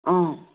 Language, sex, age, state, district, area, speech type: Assamese, female, 30-45, Assam, Tinsukia, urban, conversation